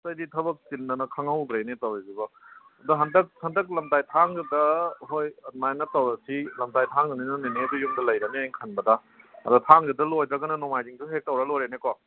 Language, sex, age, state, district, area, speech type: Manipuri, male, 30-45, Manipur, Kangpokpi, urban, conversation